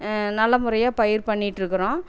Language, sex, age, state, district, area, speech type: Tamil, female, 45-60, Tamil Nadu, Erode, rural, spontaneous